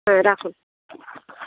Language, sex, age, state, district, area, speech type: Bengali, female, 18-30, West Bengal, Uttar Dinajpur, urban, conversation